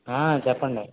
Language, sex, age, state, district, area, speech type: Telugu, male, 18-30, Andhra Pradesh, East Godavari, rural, conversation